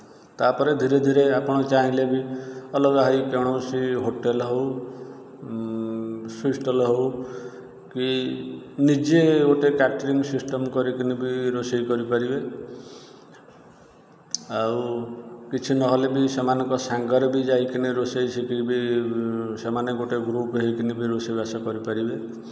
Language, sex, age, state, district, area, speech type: Odia, male, 45-60, Odisha, Kendrapara, urban, spontaneous